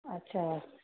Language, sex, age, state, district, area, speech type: Urdu, female, 30-45, Bihar, Khagaria, rural, conversation